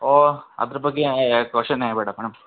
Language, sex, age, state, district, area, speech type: Kannada, male, 60+, Karnataka, Bangalore Urban, urban, conversation